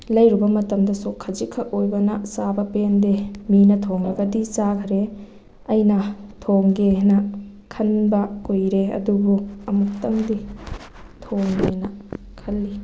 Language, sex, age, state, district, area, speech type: Manipuri, female, 18-30, Manipur, Thoubal, rural, spontaneous